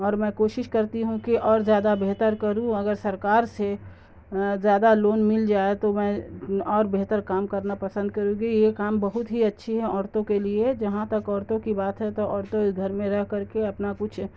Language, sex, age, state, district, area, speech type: Urdu, female, 30-45, Bihar, Darbhanga, rural, spontaneous